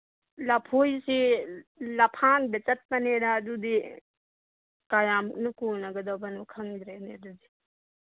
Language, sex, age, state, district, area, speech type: Manipuri, female, 30-45, Manipur, Imphal East, rural, conversation